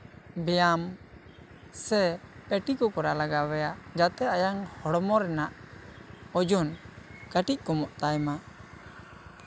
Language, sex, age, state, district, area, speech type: Santali, male, 18-30, West Bengal, Bankura, rural, spontaneous